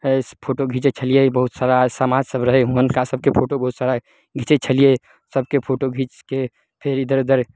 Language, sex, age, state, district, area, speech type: Maithili, male, 18-30, Bihar, Samastipur, rural, spontaneous